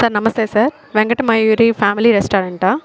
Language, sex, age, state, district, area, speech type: Telugu, female, 30-45, Andhra Pradesh, Kadapa, rural, spontaneous